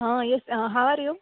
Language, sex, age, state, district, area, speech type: Gujarati, female, 18-30, Gujarat, Rajkot, urban, conversation